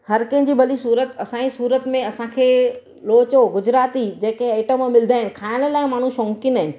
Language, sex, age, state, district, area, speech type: Sindhi, female, 30-45, Gujarat, Surat, urban, spontaneous